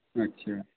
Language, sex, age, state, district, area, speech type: Bengali, male, 18-30, West Bengal, Purulia, urban, conversation